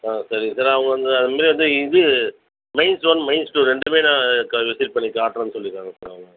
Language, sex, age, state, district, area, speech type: Tamil, female, 18-30, Tamil Nadu, Cuddalore, rural, conversation